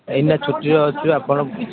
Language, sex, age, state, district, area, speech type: Odia, male, 30-45, Odisha, Kendujhar, urban, conversation